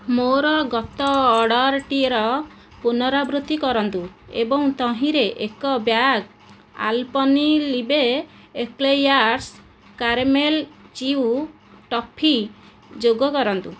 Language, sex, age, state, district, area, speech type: Odia, female, 30-45, Odisha, Nayagarh, rural, read